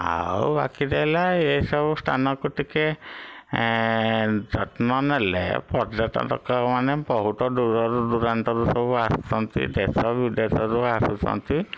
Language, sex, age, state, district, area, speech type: Odia, male, 60+, Odisha, Bhadrak, rural, spontaneous